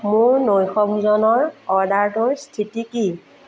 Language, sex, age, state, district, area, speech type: Assamese, female, 30-45, Assam, Majuli, urban, read